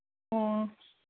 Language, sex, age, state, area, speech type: Manipuri, female, 30-45, Manipur, urban, conversation